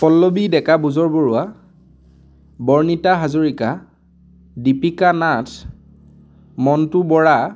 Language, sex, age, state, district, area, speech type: Assamese, male, 30-45, Assam, Dibrugarh, rural, spontaneous